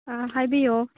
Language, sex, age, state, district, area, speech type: Manipuri, female, 18-30, Manipur, Churachandpur, rural, conversation